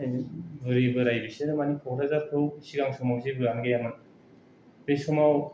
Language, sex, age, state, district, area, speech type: Bodo, male, 30-45, Assam, Kokrajhar, rural, spontaneous